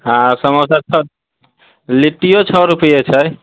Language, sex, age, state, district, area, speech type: Maithili, male, 30-45, Bihar, Muzaffarpur, rural, conversation